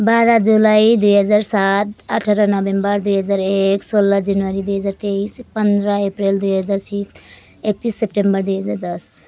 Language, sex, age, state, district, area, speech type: Nepali, female, 30-45, West Bengal, Jalpaiguri, rural, spontaneous